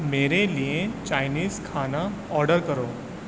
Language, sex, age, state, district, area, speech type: Urdu, male, 18-30, Uttar Pradesh, Aligarh, urban, read